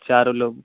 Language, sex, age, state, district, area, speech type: Hindi, male, 30-45, Uttar Pradesh, Mau, rural, conversation